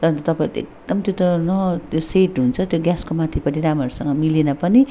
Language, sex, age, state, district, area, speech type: Nepali, female, 45-60, West Bengal, Darjeeling, rural, spontaneous